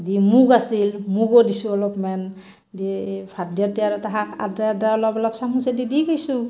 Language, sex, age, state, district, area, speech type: Assamese, female, 45-60, Assam, Barpeta, rural, spontaneous